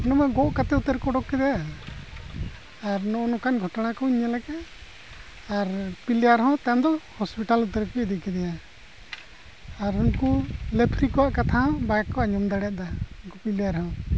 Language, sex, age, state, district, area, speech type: Santali, male, 45-60, Odisha, Mayurbhanj, rural, spontaneous